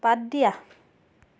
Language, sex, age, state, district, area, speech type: Assamese, female, 30-45, Assam, Biswanath, rural, read